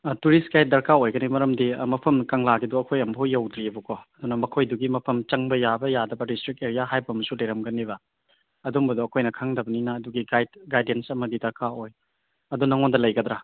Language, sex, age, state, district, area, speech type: Manipuri, male, 30-45, Manipur, Churachandpur, rural, conversation